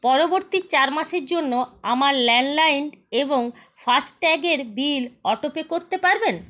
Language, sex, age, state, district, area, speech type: Bengali, female, 45-60, West Bengal, Purulia, urban, read